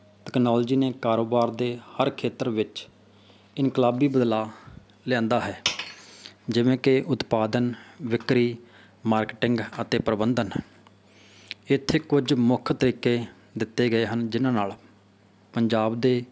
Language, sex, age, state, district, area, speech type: Punjabi, male, 30-45, Punjab, Faridkot, urban, spontaneous